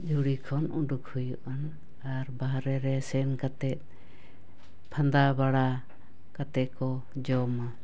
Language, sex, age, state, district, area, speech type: Santali, female, 60+, West Bengal, Paschim Bardhaman, urban, spontaneous